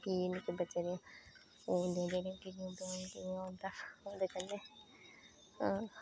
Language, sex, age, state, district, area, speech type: Dogri, female, 18-30, Jammu and Kashmir, Reasi, rural, spontaneous